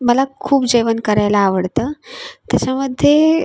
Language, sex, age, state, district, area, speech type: Marathi, female, 18-30, Maharashtra, Sindhudurg, rural, spontaneous